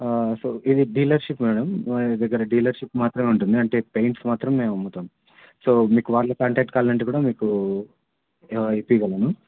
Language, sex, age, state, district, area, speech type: Telugu, male, 18-30, Andhra Pradesh, Anantapur, urban, conversation